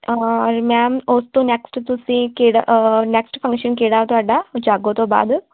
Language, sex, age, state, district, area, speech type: Punjabi, female, 18-30, Punjab, Firozpur, rural, conversation